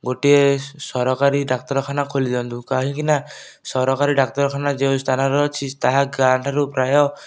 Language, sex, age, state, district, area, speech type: Odia, male, 18-30, Odisha, Nayagarh, rural, spontaneous